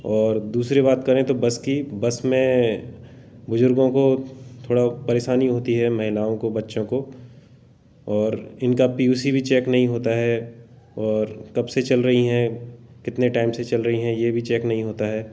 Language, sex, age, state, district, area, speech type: Hindi, male, 45-60, Madhya Pradesh, Jabalpur, urban, spontaneous